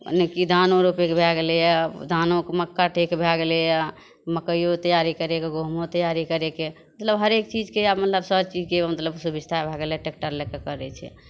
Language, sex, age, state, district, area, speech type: Maithili, female, 30-45, Bihar, Madhepura, rural, spontaneous